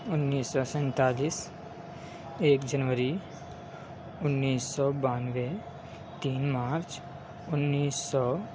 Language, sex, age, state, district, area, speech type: Urdu, male, 18-30, Uttar Pradesh, Saharanpur, urban, spontaneous